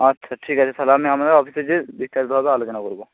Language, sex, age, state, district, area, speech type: Bengali, male, 18-30, West Bengal, Jalpaiguri, rural, conversation